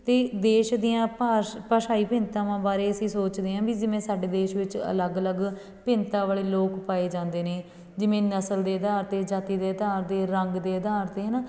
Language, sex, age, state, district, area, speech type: Punjabi, female, 30-45, Punjab, Fatehgarh Sahib, urban, spontaneous